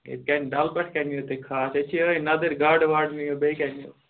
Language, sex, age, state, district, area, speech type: Kashmiri, male, 18-30, Jammu and Kashmir, Ganderbal, rural, conversation